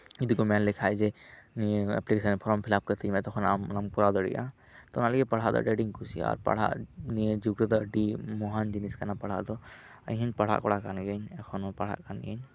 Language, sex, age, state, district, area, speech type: Santali, male, 18-30, West Bengal, Birbhum, rural, spontaneous